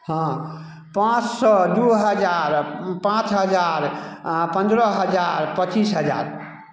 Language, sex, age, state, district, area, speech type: Maithili, male, 60+, Bihar, Darbhanga, rural, spontaneous